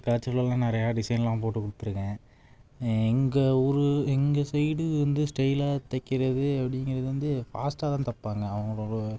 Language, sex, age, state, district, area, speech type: Tamil, male, 18-30, Tamil Nadu, Thanjavur, rural, spontaneous